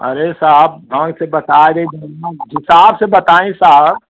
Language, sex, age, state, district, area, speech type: Hindi, male, 60+, Uttar Pradesh, Chandauli, rural, conversation